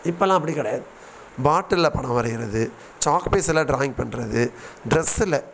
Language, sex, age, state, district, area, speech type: Tamil, male, 45-60, Tamil Nadu, Thanjavur, rural, spontaneous